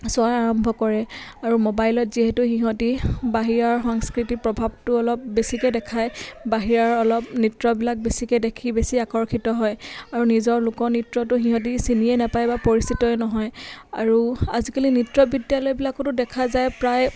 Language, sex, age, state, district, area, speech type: Assamese, female, 18-30, Assam, Dhemaji, rural, spontaneous